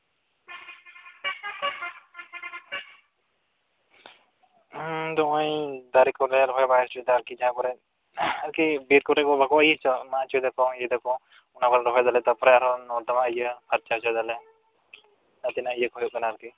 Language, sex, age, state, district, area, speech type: Santali, male, 18-30, West Bengal, Jhargram, rural, conversation